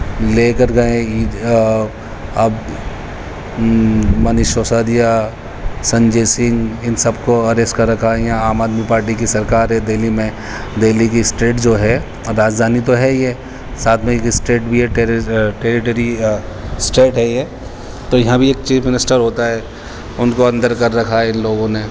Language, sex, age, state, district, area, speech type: Urdu, male, 30-45, Delhi, East Delhi, urban, spontaneous